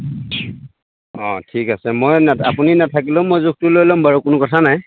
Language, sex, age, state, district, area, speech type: Assamese, male, 30-45, Assam, Lakhimpur, urban, conversation